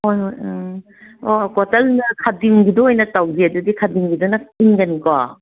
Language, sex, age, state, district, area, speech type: Manipuri, female, 60+, Manipur, Kangpokpi, urban, conversation